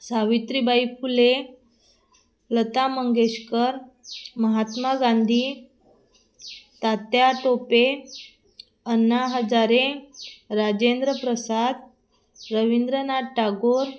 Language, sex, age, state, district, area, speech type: Marathi, female, 30-45, Maharashtra, Thane, urban, spontaneous